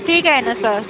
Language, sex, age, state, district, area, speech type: Marathi, female, 30-45, Maharashtra, Nagpur, urban, conversation